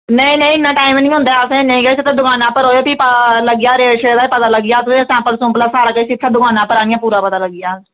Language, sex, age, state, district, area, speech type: Dogri, female, 18-30, Jammu and Kashmir, Reasi, rural, conversation